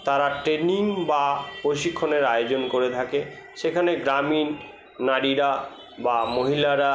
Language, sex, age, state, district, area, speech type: Bengali, male, 60+, West Bengal, Purba Bardhaman, rural, spontaneous